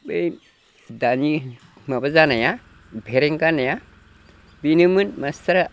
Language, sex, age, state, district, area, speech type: Bodo, male, 60+, Assam, Chirang, rural, spontaneous